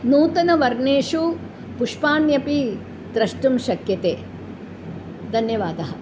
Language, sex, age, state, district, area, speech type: Sanskrit, female, 60+, Kerala, Palakkad, urban, spontaneous